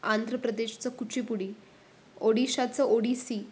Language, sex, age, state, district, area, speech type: Marathi, female, 18-30, Maharashtra, Pune, urban, spontaneous